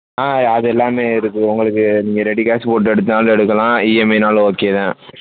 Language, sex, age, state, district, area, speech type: Tamil, male, 18-30, Tamil Nadu, Perambalur, urban, conversation